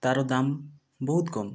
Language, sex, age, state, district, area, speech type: Odia, male, 18-30, Odisha, Kandhamal, rural, spontaneous